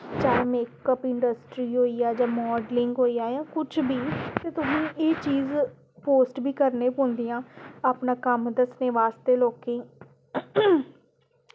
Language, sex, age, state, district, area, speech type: Dogri, female, 18-30, Jammu and Kashmir, Samba, urban, spontaneous